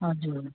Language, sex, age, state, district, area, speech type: Nepali, female, 30-45, West Bengal, Darjeeling, rural, conversation